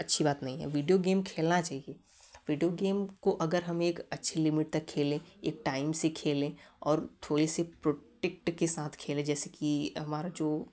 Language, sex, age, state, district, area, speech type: Hindi, male, 18-30, Uttar Pradesh, Prayagraj, rural, spontaneous